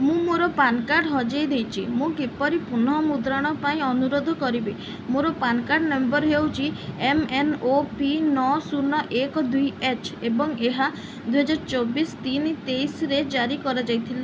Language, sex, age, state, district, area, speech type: Odia, female, 18-30, Odisha, Sundergarh, urban, read